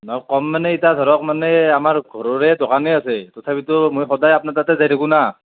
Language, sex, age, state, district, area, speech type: Assamese, male, 18-30, Assam, Nalbari, rural, conversation